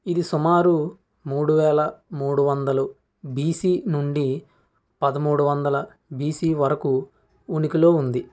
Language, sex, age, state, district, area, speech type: Telugu, male, 45-60, Andhra Pradesh, Konaseema, rural, spontaneous